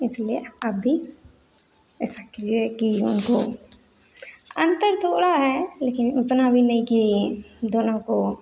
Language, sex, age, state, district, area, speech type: Hindi, female, 18-30, Bihar, Begusarai, rural, spontaneous